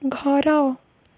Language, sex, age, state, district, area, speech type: Odia, female, 18-30, Odisha, Ganjam, urban, read